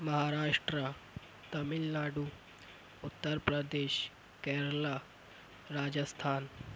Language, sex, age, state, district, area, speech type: Urdu, male, 18-30, Maharashtra, Nashik, urban, spontaneous